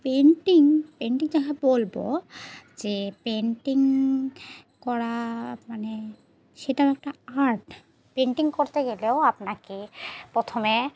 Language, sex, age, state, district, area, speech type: Bengali, female, 30-45, West Bengal, Murshidabad, urban, spontaneous